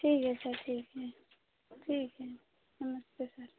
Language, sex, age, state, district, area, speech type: Hindi, female, 30-45, Uttar Pradesh, Chandauli, rural, conversation